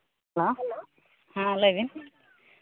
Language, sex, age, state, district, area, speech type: Santali, female, 30-45, Jharkhand, East Singhbhum, rural, conversation